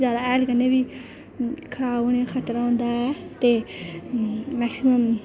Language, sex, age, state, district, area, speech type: Dogri, female, 18-30, Jammu and Kashmir, Reasi, rural, spontaneous